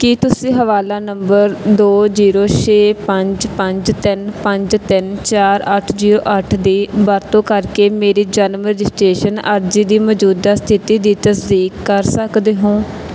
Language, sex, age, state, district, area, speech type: Punjabi, female, 18-30, Punjab, Barnala, urban, read